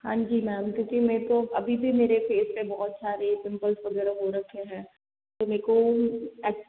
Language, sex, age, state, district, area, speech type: Hindi, female, 60+, Rajasthan, Jodhpur, urban, conversation